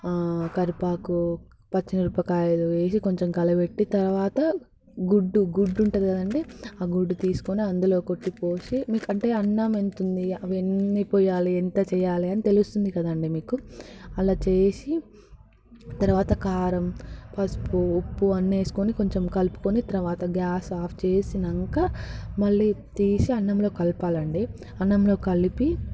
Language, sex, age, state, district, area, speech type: Telugu, female, 18-30, Telangana, Hyderabad, rural, spontaneous